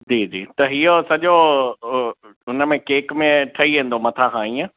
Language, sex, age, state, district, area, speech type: Sindhi, male, 18-30, Gujarat, Kutch, rural, conversation